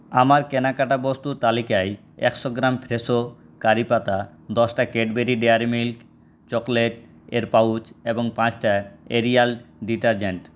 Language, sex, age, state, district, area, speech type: Bengali, male, 18-30, West Bengal, Purulia, rural, read